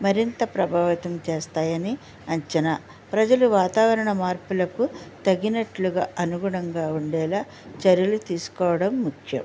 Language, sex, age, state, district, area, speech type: Telugu, female, 60+, Andhra Pradesh, West Godavari, rural, spontaneous